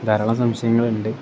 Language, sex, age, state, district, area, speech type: Malayalam, male, 18-30, Kerala, Kozhikode, rural, spontaneous